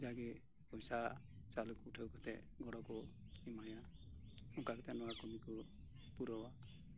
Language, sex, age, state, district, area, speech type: Santali, male, 60+, West Bengal, Birbhum, rural, spontaneous